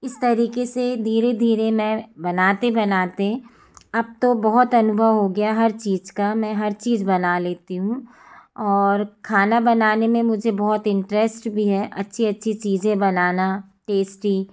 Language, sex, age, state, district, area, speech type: Hindi, female, 45-60, Madhya Pradesh, Jabalpur, urban, spontaneous